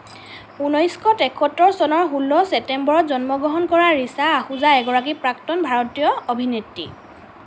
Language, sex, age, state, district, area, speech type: Assamese, female, 18-30, Assam, Lakhimpur, urban, read